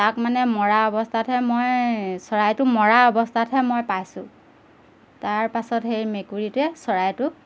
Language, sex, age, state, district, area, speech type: Assamese, female, 30-45, Assam, Golaghat, urban, spontaneous